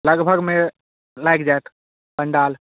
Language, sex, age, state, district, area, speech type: Maithili, male, 18-30, Bihar, Samastipur, rural, conversation